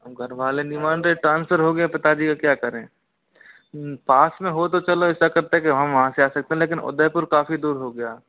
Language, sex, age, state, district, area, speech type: Hindi, male, 45-60, Rajasthan, Karauli, rural, conversation